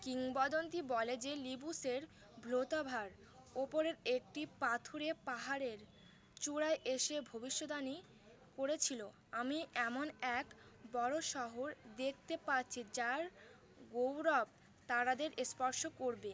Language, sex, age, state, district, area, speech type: Bengali, female, 18-30, West Bengal, Uttar Dinajpur, urban, read